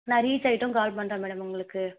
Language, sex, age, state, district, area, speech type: Tamil, female, 60+, Tamil Nadu, Sivaganga, rural, conversation